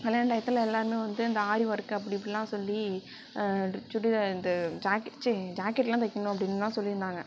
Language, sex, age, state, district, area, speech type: Tamil, female, 60+, Tamil Nadu, Sivaganga, rural, spontaneous